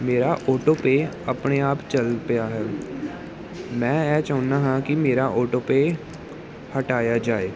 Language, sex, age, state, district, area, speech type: Punjabi, male, 18-30, Punjab, Gurdaspur, urban, spontaneous